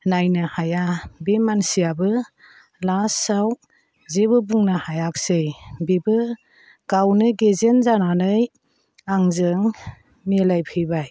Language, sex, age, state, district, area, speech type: Bodo, female, 45-60, Assam, Chirang, rural, spontaneous